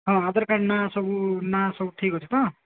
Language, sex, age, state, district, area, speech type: Odia, male, 18-30, Odisha, Koraput, urban, conversation